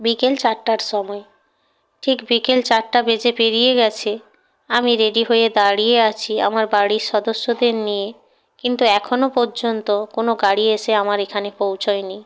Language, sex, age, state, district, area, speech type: Bengali, female, 45-60, West Bengal, Purba Medinipur, rural, spontaneous